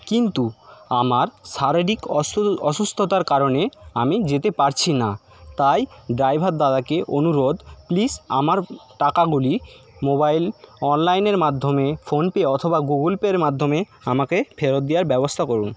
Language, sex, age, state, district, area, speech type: Bengali, male, 60+, West Bengal, Paschim Medinipur, rural, spontaneous